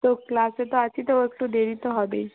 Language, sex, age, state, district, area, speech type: Bengali, female, 30-45, West Bengal, Hooghly, urban, conversation